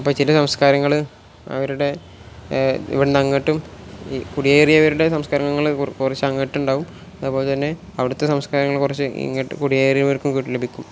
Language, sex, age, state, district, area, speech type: Malayalam, male, 18-30, Kerala, Malappuram, rural, spontaneous